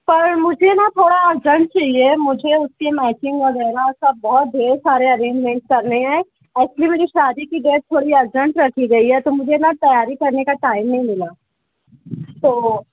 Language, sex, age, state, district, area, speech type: Urdu, male, 45-60, Maharashtra, Nashik, urban, conversation